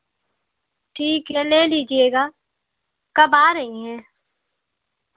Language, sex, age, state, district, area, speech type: Hindi, female, 18-30, Uttar Pradesh, Pratapgarh, rural, conversation